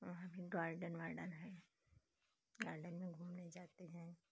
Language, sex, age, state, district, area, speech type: Hindi, female, 45-60, Uttar Pradesh, Pratapgarh, rural, spontaneous